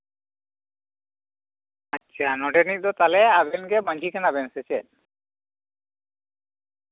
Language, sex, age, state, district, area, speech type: Santali, male, 45-60, West Bengal, Bankura, rural, conversation